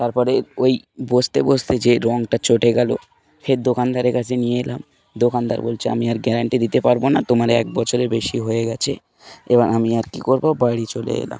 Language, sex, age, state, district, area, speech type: Bengali, male, 18-30, West Bengal, Dakshin Dinajpur, urban, spontaneous